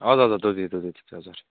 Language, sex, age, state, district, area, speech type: Nepali, male, 30-45, West Bengal, Darjeeling, rural, conversation